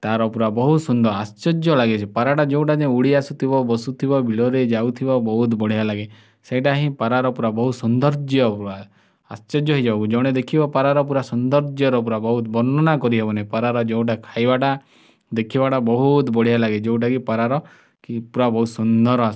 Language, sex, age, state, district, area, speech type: Odia, male, 30-45, Odisha, Kalahandi, rural, spontaneous